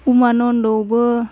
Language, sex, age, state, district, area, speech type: Bodo, female, 18-30, Assam, Udalguri, urban, spontaneous